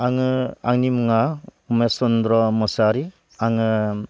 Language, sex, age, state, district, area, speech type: Bodo, male, 60+, Assam, Baksa, rural, spontaneous